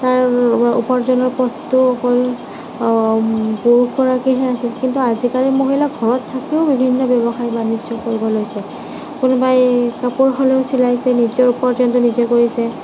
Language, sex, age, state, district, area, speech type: Assamese, female, 30-45, Assam, Nagaon, rural, spontaneous